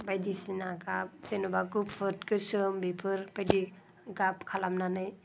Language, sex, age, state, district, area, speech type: Bodo, female, 18-30, Assam, Kokrajhar, rural, spontaneous